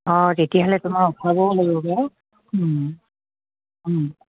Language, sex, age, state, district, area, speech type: Assamese, female, 45-60, Assam, Dibrugarh, rural, conversation